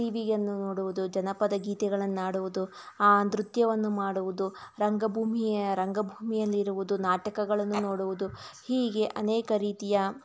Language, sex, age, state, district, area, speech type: Kannada, female, 45-60, Karnataka, Tumkur, rural, spontaneous